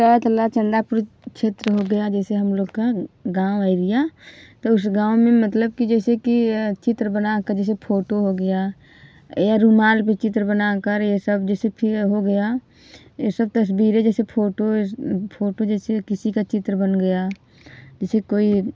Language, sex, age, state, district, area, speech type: Hindi, female, 18-30, Uttar Pradesh, Varanasi, rural, spontaneous